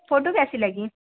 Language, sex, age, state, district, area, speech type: Hindi, female, 30-45, Madhya Pradesh, Balaghat, rural, conversation